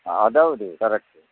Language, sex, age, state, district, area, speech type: Kannada, male, 30-45, Karnataka, Udupi, rural, conversation